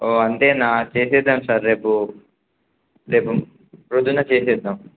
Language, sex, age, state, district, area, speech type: Telugu, male, 18-30, Telangana, Adilabad, rural, conversation